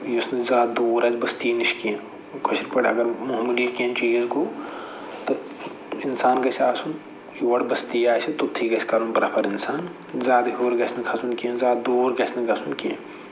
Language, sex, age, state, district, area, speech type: Kashmiri, male, 45-60, Jammu and Kashmir, Budgam, rural, spontaneous